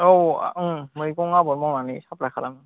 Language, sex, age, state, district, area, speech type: Bodo, male, 18-30, Assam, Kokrajhar, rural, conversation